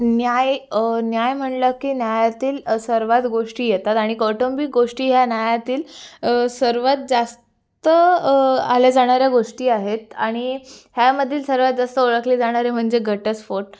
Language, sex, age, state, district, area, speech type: Marathi, female, 18-30, Maharashtra, Raigad, urban, spontaneous